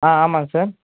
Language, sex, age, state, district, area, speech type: Tamil, male, 18-30, Tamil Nadu, Vellore, rural, conversation